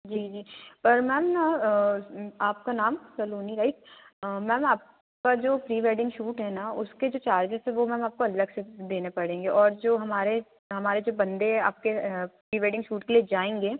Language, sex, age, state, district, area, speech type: Hindi, female, 18-30, Madhya Pradesh, Betul, rural, conversation